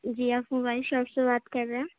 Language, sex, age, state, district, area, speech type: Urdu, female, 18-30, Uttar Pradesh, Gautam Buddha Nagar, urban, conversation